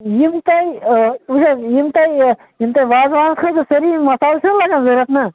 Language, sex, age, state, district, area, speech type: Kashmiri, male, 30-45, Jammu and Kashmir, Bandipora, rural, conversation